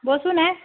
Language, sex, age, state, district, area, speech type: Marathi, female, 30-45, Maharashtra, Wardha, rural, conversation